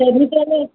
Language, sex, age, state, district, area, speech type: Odia, female, 45-60, Odisha, Khordha, rural, conversation